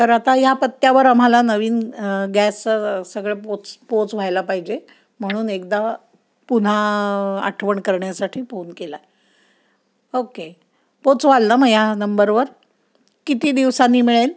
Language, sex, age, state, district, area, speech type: Marathi, female, 60+, Maharashtra, Pune, urban, spontaneous